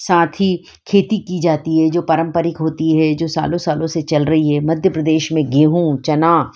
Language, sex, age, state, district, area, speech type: Hindi, female, 45-60, Madhya Pradesh, Ujjain, urban, spontaneous